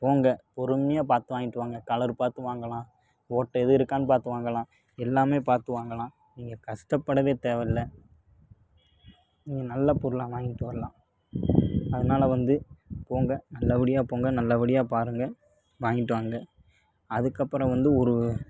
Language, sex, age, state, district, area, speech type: Tamil, male, 18-30, Tamil Nadu, Tiruppur, rural, spontaneous